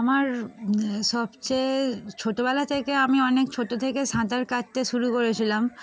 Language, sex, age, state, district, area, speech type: Bengali, female, 18-30, West Bengal, Darjeeling, urban, spontaneous